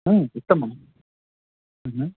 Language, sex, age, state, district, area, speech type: Sanskrit, male, 30-45, Karnataka, Bangalore Urban, urban, conversation